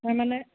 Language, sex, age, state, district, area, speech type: Assamese, female, 30-45, Assam, Charaideo, rural, conversation